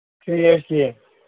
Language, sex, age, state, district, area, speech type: Manipuri, male, 18-30, Manipur, Senapati, rural, conversation